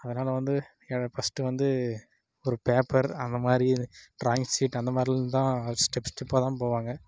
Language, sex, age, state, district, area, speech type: Tamil, male, 18-30, Tamil Nadu, Dharmapuri, rural, spontaneous